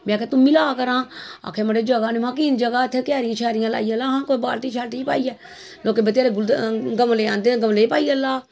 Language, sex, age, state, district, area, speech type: Dogri, female, 45-60, Jammu and Kashmir, Samba, rural, spontaneous